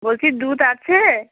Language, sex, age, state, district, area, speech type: Bengali, female, 30-45, West Bengal, Uttar Dinajpur, urban, conversation